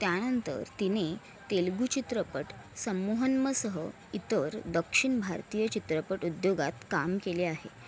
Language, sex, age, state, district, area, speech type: Marathi, female, 18-30, Maharashtra, Mumbai Suburban, urban, read